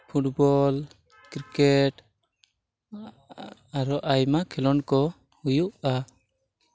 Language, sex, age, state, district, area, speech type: Santali, male, 18-30, Jharkhand, East Singhbhum, rural, spontaneous